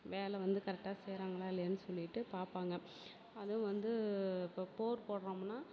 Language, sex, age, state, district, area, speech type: Tamil, female, 30-45, Tamil Nadu, Perambalur, rural, spontaneous